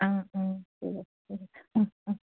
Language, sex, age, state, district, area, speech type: Assamese, female, 30-45, Assam, Biswanath, rural, conversation